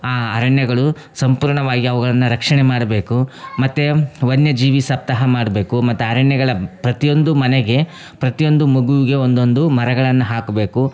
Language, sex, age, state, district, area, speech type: Kannada, male, 30-45, Karnataka, Vijayapura, rural, spontaneous